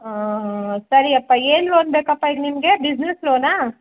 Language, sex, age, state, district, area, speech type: Kannada, female, 60+, Karnataka, Kolar, rural, conversation